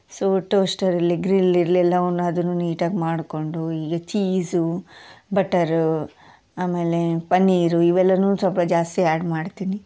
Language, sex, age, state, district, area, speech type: Kannada, female, 45-60, Karnataka, Koppal, urban, spontaneous